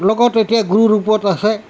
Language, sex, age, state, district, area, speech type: Assamese, male, 60+, Assam, Tinsukia, rural, spontaneous